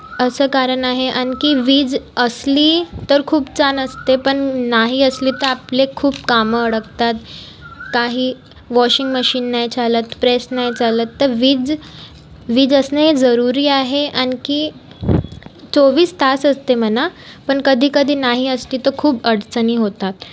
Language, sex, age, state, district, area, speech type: Marathi, female, 30-45, Maharashtra, Nagpur, urban, spontaneous